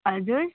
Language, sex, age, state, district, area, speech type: Nepali, female, 18-30, West Bengal, Darjeeling, rural, conversation